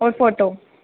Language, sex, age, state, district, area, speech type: Hindi, female, 18-30, Madhya Pradesh, Harda, urban, conversation